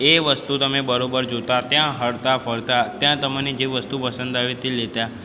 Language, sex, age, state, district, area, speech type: Gujarati, male, 18-30, Gujarat, Aravalli, urban, spontaneous